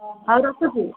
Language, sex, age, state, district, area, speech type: Odia, female, 60+, Odisha, Puri, urban, conversation